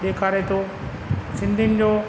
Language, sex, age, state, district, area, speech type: Sindhi, male, 45-60, Rajasthan, Ajmer, urban, spontaneous